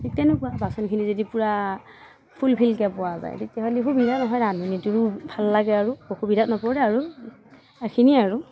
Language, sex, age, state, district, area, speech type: Assamese, female, 45-60, Assam, Darrang, rural, spontaneous